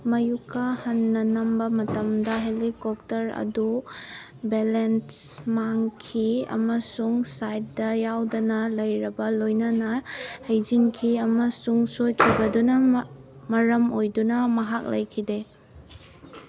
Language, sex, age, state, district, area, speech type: Manipuri, female, 18-30, Manipur, Kangpokpi, urban, read